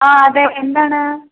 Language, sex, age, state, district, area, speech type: Malayalam, female, 45-60, Kerala, Palakkad, rural, conversation